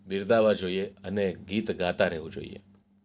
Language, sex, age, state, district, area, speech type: Gujarati, male, 30-45, Gujarat, Surat, urban, spontaneous